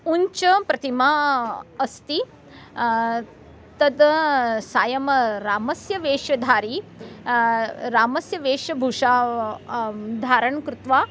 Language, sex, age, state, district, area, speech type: Sanskrit, female, 45-60, Maharashtra, Nagpur, urban, spontaneous